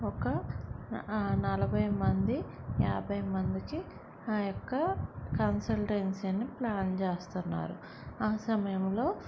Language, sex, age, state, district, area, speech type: Telugu, female, 30-45, Andhra Pradesh, Vizianagaram, urban, spontaneous